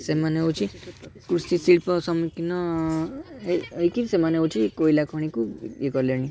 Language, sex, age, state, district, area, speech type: Odia, male, 18-30, Odisha, Cuttack, urban, spontaneous